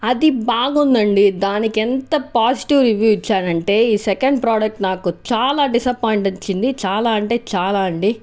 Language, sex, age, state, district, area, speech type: Telugu, female, 18-30, Andhra Pradesh, Annamaya, urban, spontaneous